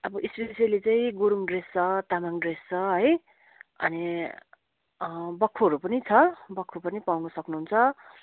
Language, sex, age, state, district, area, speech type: Nepali, female, 45-60, West Bengal, Darjeeling, rural, conversation